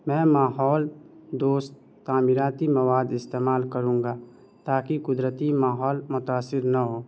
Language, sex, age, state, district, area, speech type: Urdu, male, 18-30, Bihar, Madhubani, rural, spontaneous